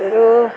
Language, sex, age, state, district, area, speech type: Malayalam, female, 60+, Kerala, Kottayam, urban, spontaneous